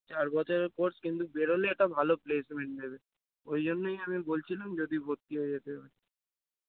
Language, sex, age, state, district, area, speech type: Bengali, male, 18-30, West Bengal, Dakshin Dinajpur, urban, conversation